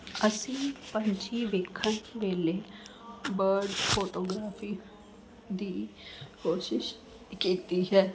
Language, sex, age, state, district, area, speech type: Punjabi, female, 30-45, Punjab, Jalandhar, urban, spontaneous